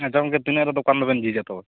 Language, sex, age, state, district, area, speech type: Santali, male, 18-30, West Bengal, Purulia, rural, conversation